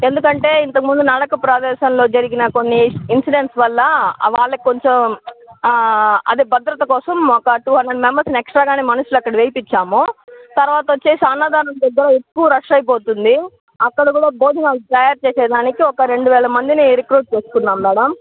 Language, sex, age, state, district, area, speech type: Telugu, female, 45-60, Andhra Pradesh, Chittoor, urban, conversation